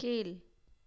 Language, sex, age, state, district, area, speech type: Tamil, female, 30-45, Tamil Nadu, Tiruchirappalli, rural, read